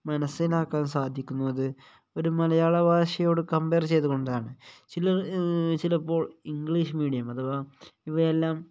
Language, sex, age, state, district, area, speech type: Malayalam, male, 30-45, Kerala, Kozhikode, rural, spontaneous